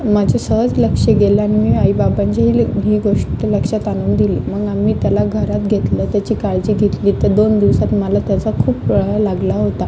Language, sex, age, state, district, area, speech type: Marathi, female, 18-30, Maharashtra, Aurangabad, rural, spontaneous